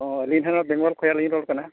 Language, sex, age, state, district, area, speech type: Santali, male, 45-60, Odisha, Mayurbhanj, rural, conversation